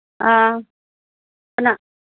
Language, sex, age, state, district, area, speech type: Manipuri, female, 60+, Manipur, Kangpokpi, urban, conversation